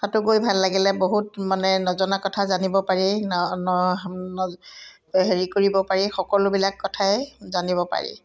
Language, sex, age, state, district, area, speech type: Assamese, female, 60+, Assam, Udalguri, rural, spontaneous